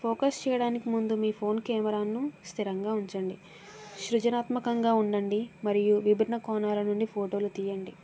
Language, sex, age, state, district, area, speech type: Telugu, female, 45-60, Andhra Pradesh, East Godavari, rural, spontaneous